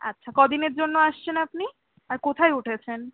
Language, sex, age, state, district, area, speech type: Bengali, female, 18-30, West Bengal, Kolkata, urban, conversation